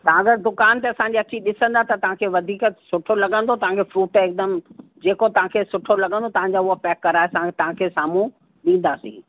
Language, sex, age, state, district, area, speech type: Sindhi, female, 60+, Uttar Pradesh, Lucknow, rural, conversation